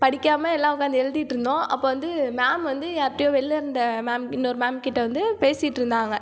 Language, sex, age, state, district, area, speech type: Tamil, female, 30-45, Tamil Nadu, Ariyalur, rural, spontaneous